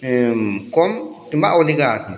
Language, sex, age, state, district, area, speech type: Odia, male, 60+, Odisha, Boudh, rural, spontaneous